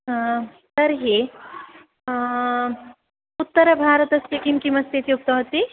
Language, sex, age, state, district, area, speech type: Sanskrit, female, 30-45, Kerala, Kasaragod, rural, conversation